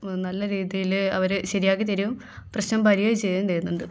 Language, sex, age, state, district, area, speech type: Malayalam, female, 18-30, Kerala, Kannur, rural, spontaneous